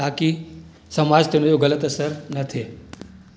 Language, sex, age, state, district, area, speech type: Sindhi, male, 60+, Rajasthan, Ajmer, urban, spontaneous